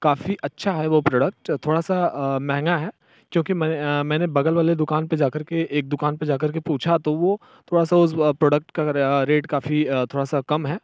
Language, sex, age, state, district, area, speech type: Hindi, male, 30-45, Uttar Pradesh, Mirzapur, rural, spontaneous